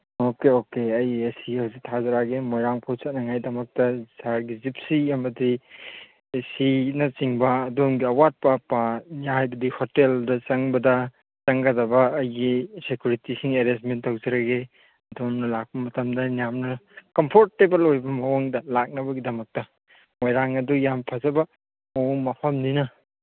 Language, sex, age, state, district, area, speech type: Manipuri, male, 30-45, Manipur, Churachandpur, rural, conversation